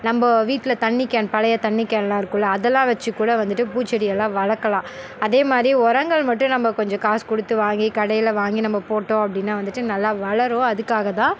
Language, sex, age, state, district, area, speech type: Tamil, female, 30-45, Tamil Nadu, Perambalur, rural, spontaneous